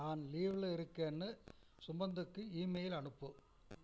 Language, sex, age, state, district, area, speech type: Tamil, male, 60+, Tamil Nadu, Namakkal, rural, read